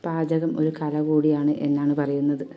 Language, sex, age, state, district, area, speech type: Malayalam, female, 30-45, Kerala, Kasaragod, urban, spontaneous